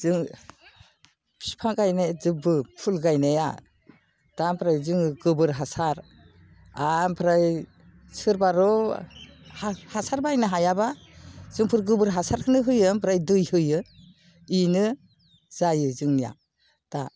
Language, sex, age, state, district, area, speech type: Bodo, female, 60+, Assam, Baksa, urban, spontaneous